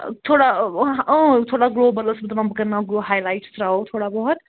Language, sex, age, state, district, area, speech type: Kashmiri, female, 18-30, Jammu and Kashmir, Srinagar, urban, conversation